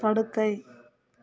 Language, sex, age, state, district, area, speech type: Tamil, female, 45-60, Tamil Nadu, Kallakurichi, urban, read